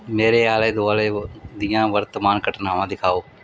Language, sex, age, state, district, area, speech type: Punjabi, male, 30-45, Punjab, Mansa, urban, read